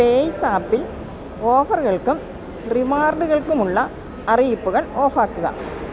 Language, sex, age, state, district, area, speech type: Malayalam, female, 60+, Kerala, Alappuzha, urban, read